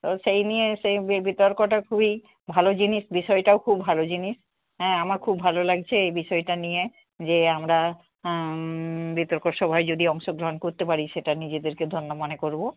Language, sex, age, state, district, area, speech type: Bengali, female, 45-60, West Bengal, Darjeeling, urban, conversation